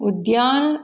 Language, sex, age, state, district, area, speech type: Sanskrit, female, 45-60, Karnataka, Shimoga, rural, spontaneous